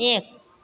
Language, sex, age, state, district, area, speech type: Maithili, female, 45-60, Bihar, Begusarai, rural, read